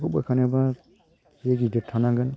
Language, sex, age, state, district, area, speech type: Bodo, male, 60+, Assam, Chirang, rural, spontaneous